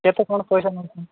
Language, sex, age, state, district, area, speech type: Odia, male, 18-30, Odisha, Nabarangpur, urban, conversation